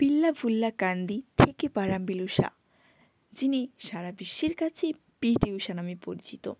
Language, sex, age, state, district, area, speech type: Bengali, female, 18-30, West Bengal, Hooghly, urban, spontaneous